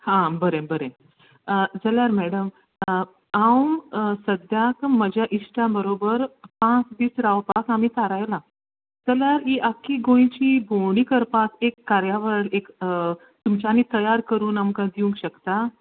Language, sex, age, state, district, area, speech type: Goan Konkani, female, 30-45, Goa, Tiswadi, rural, conversation